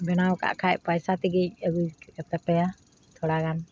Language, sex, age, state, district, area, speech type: Santali, female, 45-60, West Bengal, Uttar Dinajpur, rural, spontaneous